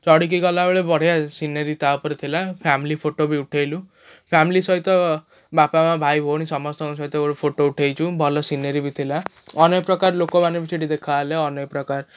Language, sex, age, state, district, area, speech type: Odia, male, 18-30, Odisha, Cuttack, urban, spontaneous